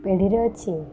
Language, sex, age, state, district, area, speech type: Odia, female, 18-30, Odisha, Sundergarh, urban, spontaneous